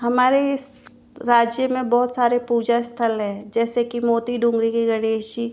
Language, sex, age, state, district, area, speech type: Hindi, female, 30-45, Rajasthan, Jaipur, urban, spontaneous